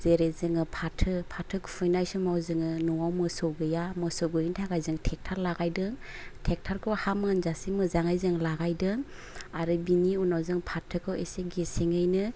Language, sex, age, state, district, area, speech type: Bodo, female, 30-45, Assam, Chirang, rural, spontaneous